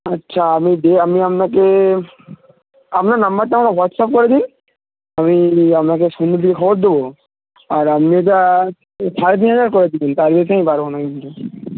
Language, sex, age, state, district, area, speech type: Bengali, male, 30-45, West Bengal, Bankura, urban, conversation